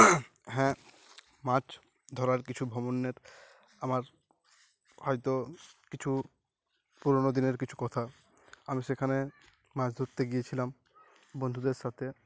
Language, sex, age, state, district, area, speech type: Bengali, male, 18-30, West Bengal, Uttar Dinajpur, urban, spontaneous